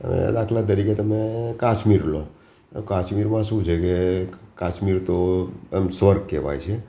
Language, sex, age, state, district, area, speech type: Gujarati, male, 60+, Gujarat, Ahmedabad, urban, spontaneous